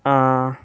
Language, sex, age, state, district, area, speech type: Tamil, male, 30-45, Tamil Nadu, Namakkal, rural, spontaneous